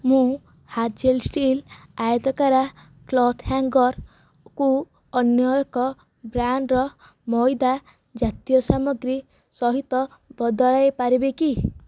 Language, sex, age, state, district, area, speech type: Odia, female, 18-30, Odisha, Nayagarh, rural, read